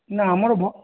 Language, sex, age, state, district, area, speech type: Odia, male, 60+, Odisha, Jajpur, rural, conversation